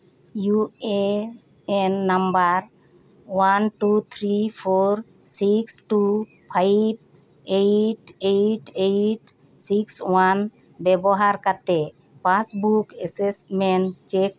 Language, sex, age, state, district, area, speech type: Santali, female, 45-60, West Bengal, Birbhum, rural, read